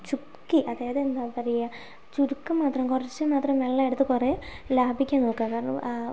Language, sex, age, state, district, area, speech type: Malayalam, female, 18-30, Kerala, Wayanad, rural, spontaneous